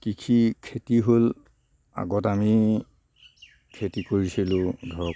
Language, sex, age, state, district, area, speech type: Assamese, male, 60+, Assam, Kamrup Metropolitan, urban, spontaneous